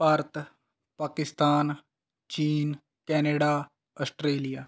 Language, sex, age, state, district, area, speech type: Punjabi, male, 18-30, Punjab, Rupnagar, rural, spontaneous